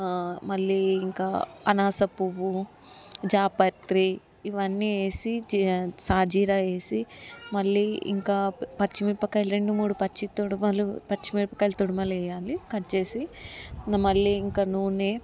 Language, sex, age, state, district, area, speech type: Telugu, female, 18-30, Telangana, Hyderabad, urban, spontaneous